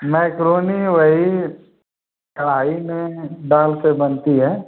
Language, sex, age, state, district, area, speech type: Hindi, male, 30-45, Uttar Pradesh, Ghazipur, rural, conversation